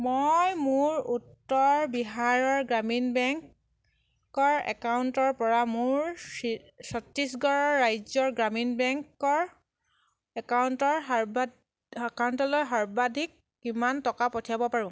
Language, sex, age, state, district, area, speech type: Assamese, female, 18-30, Assam, Sivasagar, rural, read